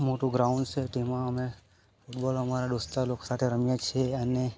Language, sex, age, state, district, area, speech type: Gujarati, male, 18-30, Gujarat, Narmada, rural, spontaneous